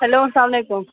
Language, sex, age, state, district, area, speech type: Kashmiri, female, 18-30, Jammu and Kashmir, Budgam, rural, conversation